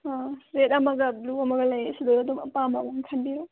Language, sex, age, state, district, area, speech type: Manipuri, female, 30-45, Manipur, Senapati, rural, conversation